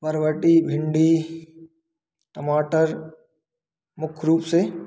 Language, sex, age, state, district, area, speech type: Hindi, male, 30-45, Madhya Pradesh, Hoshangabad, rural, spontaneous